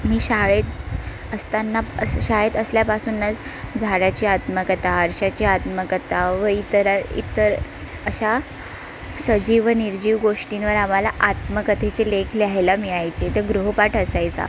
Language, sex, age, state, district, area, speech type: Marathi, female, 18-30, Maharashtra, Sindhudurg, rural, spontaneous